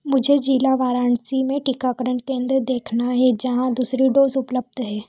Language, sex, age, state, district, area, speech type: Hindi, female, 18-30, Madhya Pradesh, Ujjain, urban, read